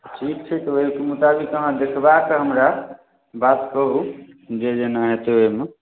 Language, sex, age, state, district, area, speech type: Maithili, male, 30-45, Bihar, Samastipur, urban, conversation